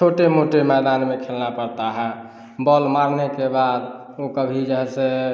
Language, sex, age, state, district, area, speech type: Hindi, male, 30-45, Bihar, Samastipur, rural, spontaneous